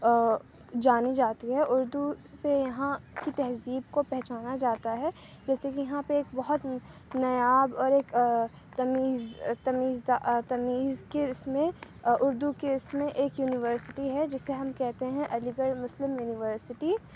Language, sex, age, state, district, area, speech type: Urdu, female, 45-60, Uttar Pradesh, Aligarh, urban, spontaneous